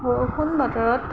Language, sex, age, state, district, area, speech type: Assamese, female, 60+, Assam, Tinsukia, rural, spontaneous